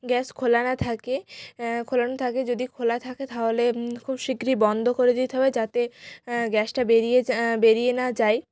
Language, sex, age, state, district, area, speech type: Bengali, female, 18-30, West Bengal, Jalpaiguri, rural, spontaneous